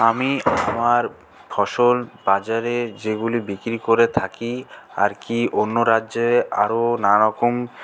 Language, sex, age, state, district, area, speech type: Bengali, male, 18-30, West Bengal, Paschim Bardhaman, rural, spontaneous